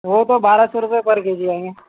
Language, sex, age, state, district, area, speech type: Urdu, male, 18-30, Uttar Pradesh, Gautam Buddha Nagar, urban, conversation